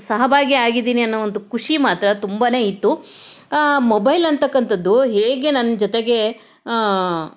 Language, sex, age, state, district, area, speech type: Kannada, female, 60+, Karnataka, Chitradurga, rural, spontaneous